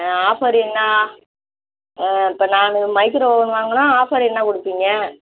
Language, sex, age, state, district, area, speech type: Tamil, female, 60+, Tamil Nadu, Virudhunagar, rural, conversation